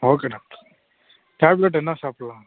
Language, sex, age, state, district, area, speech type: Tamil, male, 18-30, Tamil Nadu, Krishnagiri, rural, conversation